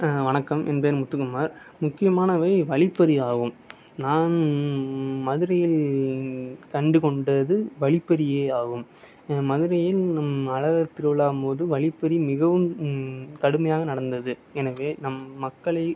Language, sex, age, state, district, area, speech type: Tamil, male, 18-30, Tamil Nadu, Sivaganga, rural, spontaneous